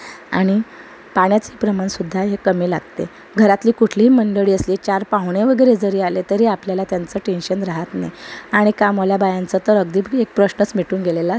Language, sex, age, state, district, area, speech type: Marathi, female, 30-45, Maharashtra, Amravati, urban, spontaneous